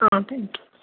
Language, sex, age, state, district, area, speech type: Tamil, female, 18-30, Tamil Nadu, Ranipet, urban, conversation